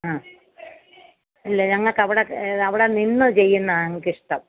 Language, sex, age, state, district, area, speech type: Malayalam, female, 45-60, Kerala, Pathanamthitta, rural, conversation